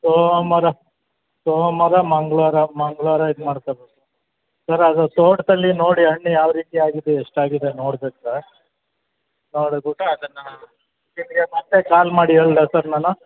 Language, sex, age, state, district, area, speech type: Kannada, male, 60+, Karnataka, Chamarajanagar, rural, conversation